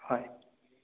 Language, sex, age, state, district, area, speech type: Assamese, male, 18-30, Assam, Sonitpur, rural, conversation